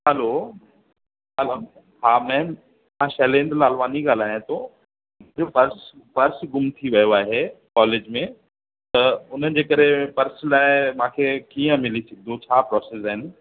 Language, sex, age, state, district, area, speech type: Sindhi, male, 45-60, Uttar Pradesh, Lucknow, urban, conversation